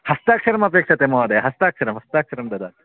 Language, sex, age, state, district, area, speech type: Sanskrit, male, 18-30, Karnataka, Uttara Kannada, rural, conversation